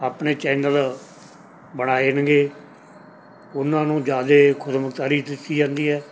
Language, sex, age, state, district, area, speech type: Punjabi, male, 60+, Punjab, Mansa, urban, spontaneous